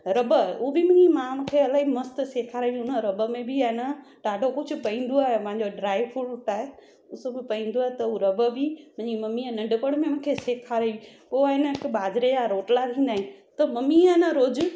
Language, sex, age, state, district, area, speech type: Sindhi, female, 30-45, Gujarat, Surat, urban, spontaneous